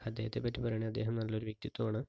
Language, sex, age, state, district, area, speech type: Malayalam, male, 30-45, Kerala, Palakkad, rural, spontaneous